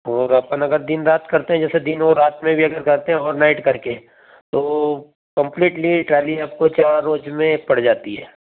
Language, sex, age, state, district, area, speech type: Hindi, male, 30-45, Madhya Pradesh, Ujjain, rural, conversation